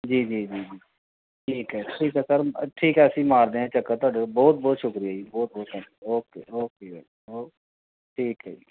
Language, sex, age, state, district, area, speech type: Punjabi, male, 45-60, Punjab, Pathankot, rural, conversation